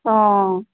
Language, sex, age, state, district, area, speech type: Assamese, female, 30-45, Assam, Majuli, urban, conversation